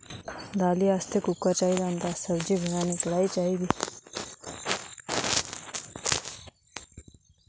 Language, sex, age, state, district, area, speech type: Dogri, female, 18-30, Jammu and Kashmir, Reasi, rural, spontaneous